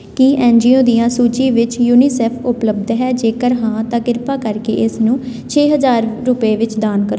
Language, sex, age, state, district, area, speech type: Punjabi, female, 18-30, Punjab, Tarn Taran, urban, read